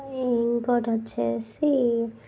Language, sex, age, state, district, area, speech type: Telugu, female, 18-30, Telangana, Sangareddy, urban, spontaneous